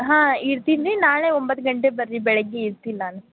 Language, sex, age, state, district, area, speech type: Kannada, female, 18-30, Karnataka, Gadag, rural, conversation